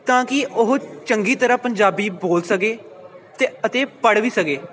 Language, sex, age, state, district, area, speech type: Punjabi, male, 18-30, Punjab, Pathankot, rural, spontaneous